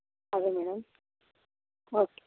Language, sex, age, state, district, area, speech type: Telugu, female, 45-60, Telangana, Jagtial, rural, conversation